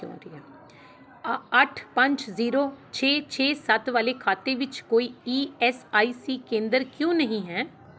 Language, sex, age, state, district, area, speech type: Punjabi, female, 30-45, Punjab, Pathankot, urban, read